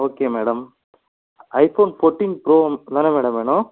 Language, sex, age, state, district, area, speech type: Tamil, male, 18-30, Tamil Nadu, Ariyalur, rural, conversation